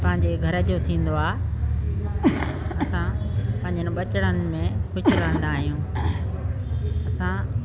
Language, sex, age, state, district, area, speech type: Sindhi, female, 60+, Delhi, South Delhi, rural, spontaneous